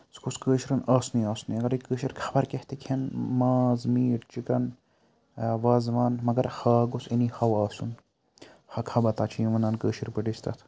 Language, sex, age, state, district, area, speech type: Kashmiri, male, 18-30, Jammu and Kashmir, Srinagar, urban, spontaneous